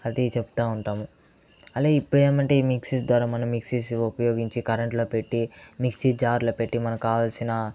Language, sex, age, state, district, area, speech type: Telugu, male, 18-30, Andhra Pradesh, Chittoor, rural, spontaneous